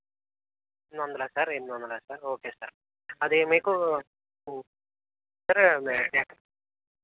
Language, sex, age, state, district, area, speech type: Telugu, male, 30-45, Andhra Pradesh, East Godavari, urban, conversation